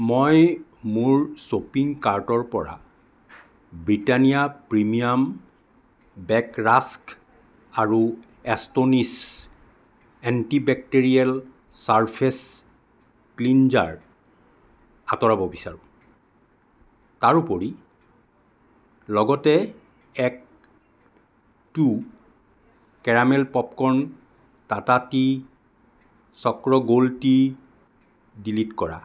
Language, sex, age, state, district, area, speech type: Assamese, male, 60+, Assam, Sonitpur, urban, read